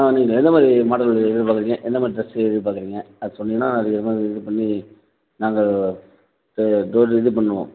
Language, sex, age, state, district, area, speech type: Tamil, male, 45-60, Tamil Nadu, Tenkasi, rural, conversation